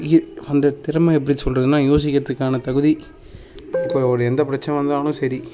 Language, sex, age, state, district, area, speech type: Tamil, male, 18-30, Tamil Nadu, Dharmapuri, rural, spontaneous